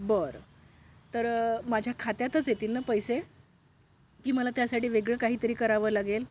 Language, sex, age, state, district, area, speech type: Marathi, female, 18-30, Maharashtra, Bhandara, rural, spontaneous